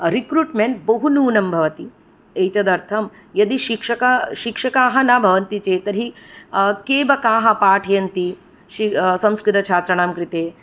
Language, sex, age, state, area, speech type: Sanskrit, female, 30-45, Tripura, urban, spontaneous